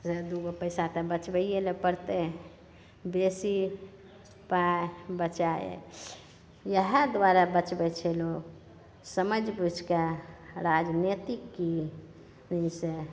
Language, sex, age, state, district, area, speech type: Maithili, female, 60+, Bihar, Madhepura, rural, spontaneous